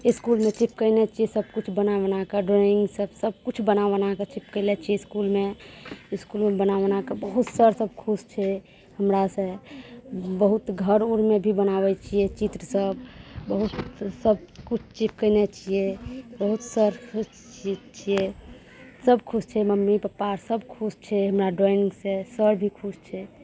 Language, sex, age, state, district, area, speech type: Maithili, female, 18-30, Bihar, Araria, urban, spontaneous